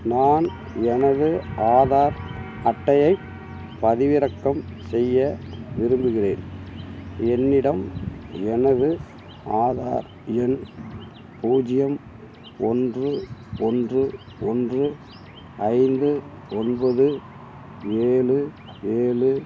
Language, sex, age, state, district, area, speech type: Tamil, male, 45-60, Tamil Nadu, Madurai, rural, read